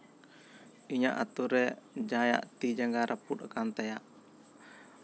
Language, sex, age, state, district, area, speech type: Santali, male, 18-30, West Bengal, Bankura, rural, spontaneous